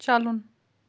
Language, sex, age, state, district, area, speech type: Kashmiri, female, 45-60, Jammu and Kashmir, Ganderbal, rural, read